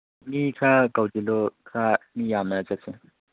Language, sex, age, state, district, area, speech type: Manipuri, male, 18-30, Manipur, Chandel, rural, conversation